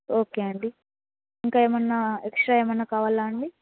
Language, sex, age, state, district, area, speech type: Telugu, female, 18-30, Andhra Pradesh, Annamaya, rural, conversation